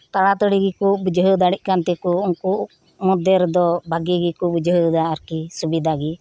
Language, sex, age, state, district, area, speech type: Santali, female, 45-60, West Bengal, Birbhum, rural, spontaneous